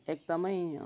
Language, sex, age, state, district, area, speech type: Nepali, male, 60+, West Bengal, Kalimpong, rural, spontaneous